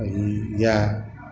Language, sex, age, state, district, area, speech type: Maithili, male, 45-60, Bihar, Darbhanga, urban, spontaneous